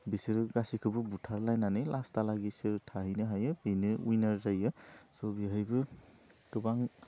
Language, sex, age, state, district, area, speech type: Bodo, male, 18-30, Assam, Udalguri, urban, spontaneous